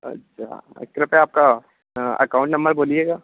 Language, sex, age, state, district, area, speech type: Hindi, male, 18-30, Madhya Pradesh, Harda, urban, conversation